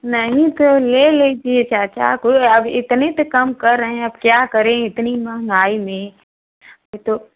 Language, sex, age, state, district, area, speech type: Hindi, female, 30-45, Uttar Pradesh, Prayagraj, urban, conversation